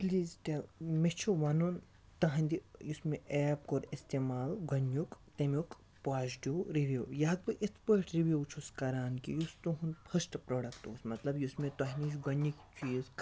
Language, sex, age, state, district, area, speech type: Kashmiri, male, 60+, Jammu and Kashmir, Baramulla, rural, spontaneous